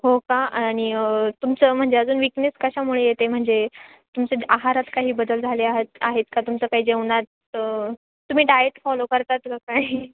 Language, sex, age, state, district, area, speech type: Marathi, female, 18-30, Maharashtra, Ahmednagar, rural, conversation